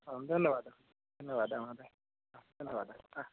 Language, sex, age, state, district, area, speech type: Sanskrit, male, 30-45, West Bengal, Murshidabad, rural, conversation